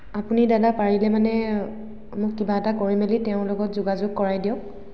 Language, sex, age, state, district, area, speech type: Assamese, female, 18-30, Assam, Dhemaji, rural, spontaneous